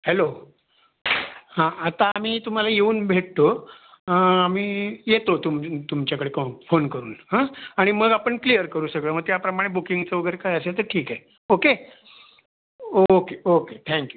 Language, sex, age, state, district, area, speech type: Marathi, male, 45-60, Maharashtra, Raigad, rural, conversation